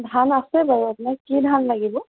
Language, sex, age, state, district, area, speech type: Assamese, female, 30-45, Assam, Golaghat, urban, conversation